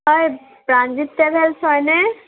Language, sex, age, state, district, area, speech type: Assamese, female, 30-45, Assam, Kamrup Metropolitan, urban, conversation